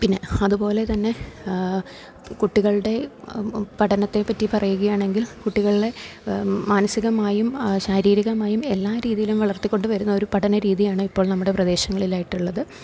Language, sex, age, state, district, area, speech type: Malayalam, female, 30-45, Kerala, Idukki, rural, spontaneous